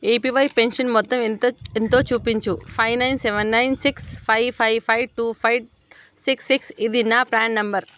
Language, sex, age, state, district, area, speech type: Telugu, female, 18-30, Telangana, Vikarabad, rural, read